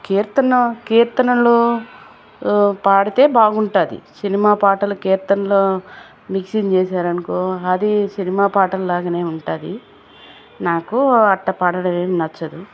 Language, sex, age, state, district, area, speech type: Telugu, female, 45-60, Andhra Pradesh, Chittoor, rural, spontaneous